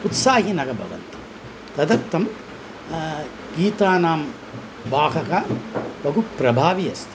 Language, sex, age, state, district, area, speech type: Sanskrit, male, 60+, Tamil Nadu, Coimbatore, urban, spontaneous